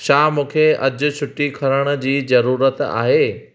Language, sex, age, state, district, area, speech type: Sindhi, male, 30-45, Maharashtra, Thane, urban, read